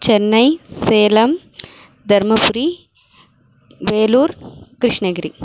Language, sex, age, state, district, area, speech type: Tamil, female, 30-45, Tamil Nadu, Krishnagiri, rural, spontaneous